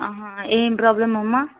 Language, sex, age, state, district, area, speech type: Telugu, female, 18-30, Telangana, Ranga Reddy, rural, conversation